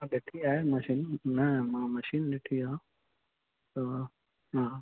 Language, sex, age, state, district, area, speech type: Sindhi, male, 30-45, Maharashtra, Thane, urban, conversation